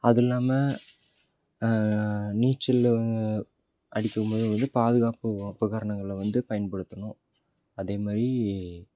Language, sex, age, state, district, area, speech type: Tamil, male, 18-30, Tamil Nadu, Salem, rural, spontaneous